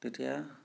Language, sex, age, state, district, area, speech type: Assamese, male, 30-45, Assam, Sonitpur, rural, spontaneous